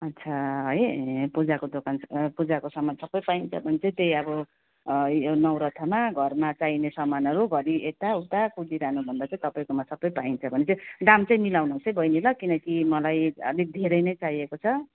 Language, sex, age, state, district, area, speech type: Nepali, female, 45-60, West Bengal, Darjeeling, rural, conversation